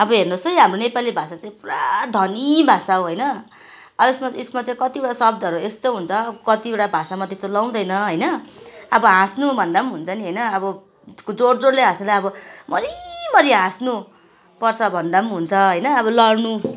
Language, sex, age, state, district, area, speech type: Nepali, female, 45-60, West Bengal, Kalimpong, rural, spontaneous